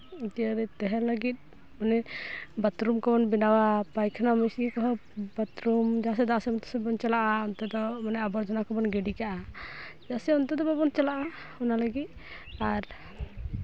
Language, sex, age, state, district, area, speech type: Santali, female, 18-30, West Bengal, Purulia, rural, spontaneous